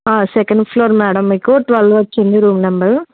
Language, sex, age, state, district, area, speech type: Telugu, female, 18-30, Telangana, Karimnagar, rural, conversation